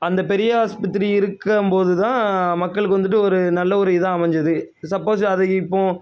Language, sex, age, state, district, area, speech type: Tamil, male, 18-30, Tamil Nadu, Thoothukudi, rural, spontaneous